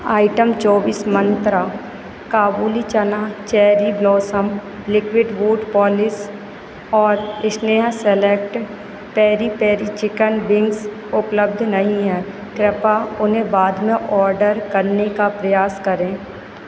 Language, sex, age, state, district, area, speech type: Hindi, female, 30-45, Madhya Pradesh, Hoshangabad, rural, read